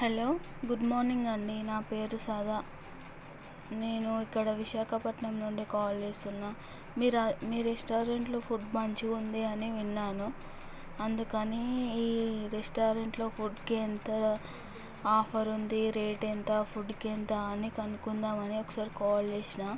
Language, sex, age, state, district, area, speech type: Telugu, female, 18-30, Andhra Pradesh, Visakhapatnam, urban, spontaneous